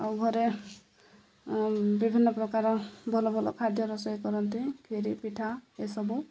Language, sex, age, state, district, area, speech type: Odia, female, 30-45, Odisha, Koraput, urban, spontaneous